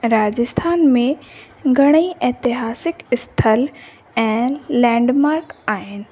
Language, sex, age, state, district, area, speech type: Sindhi, female, 18-30, Rajasthan, Ajmer, urban, spontaneous